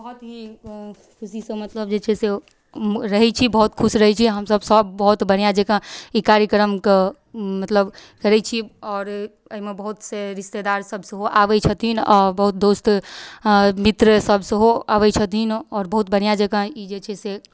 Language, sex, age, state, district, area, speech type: Maithili, female, 18-30, Bihar, Darbhanga, rural, spontaneous